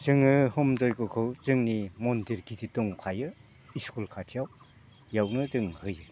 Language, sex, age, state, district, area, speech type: Bodo, male, 60+, Assam, Udalguri, rural, spontaneous